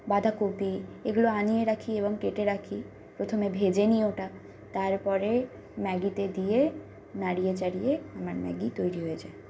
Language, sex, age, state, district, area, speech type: Bengali, female, 30-45, West Bengal, Bankura, urban, spontaneous